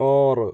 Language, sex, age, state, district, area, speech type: Malayalam, male, 18-30, Kerala, Kozhikode, urban, read